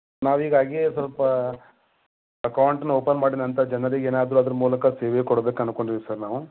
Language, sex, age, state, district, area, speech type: Kannada, male, 30-45, Karnataka, Belgaum, rural, conversation